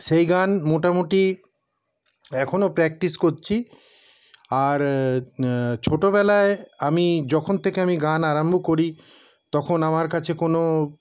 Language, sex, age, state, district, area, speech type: Bengali, male, 60+, West Bengal, Paschim Bardhaman, urban, spontaneous